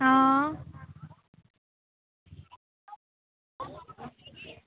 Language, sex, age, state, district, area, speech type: Dogri, female, 18-30, Jammu and Kashmir, Udhampur, rural, conversation